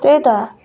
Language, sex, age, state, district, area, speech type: Nepali, female, 30-45, West Bengal, Darjeeling, rural, spontaneous